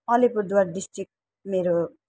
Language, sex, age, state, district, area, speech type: Nepali, female, 60+, West Bengal, Alipurduar, urban, spontaneous